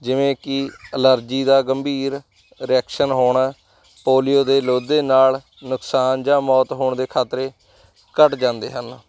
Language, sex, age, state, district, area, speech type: Punjabi, male, 30-45, Punjab, Mansa, rural, spontaneous